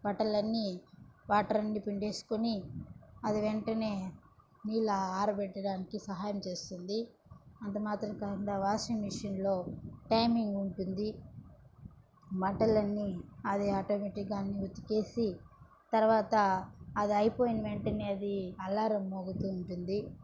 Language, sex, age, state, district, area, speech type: Telugu, female, 18-30, Andhra Pradesh, Chittoor, rural, spontaneous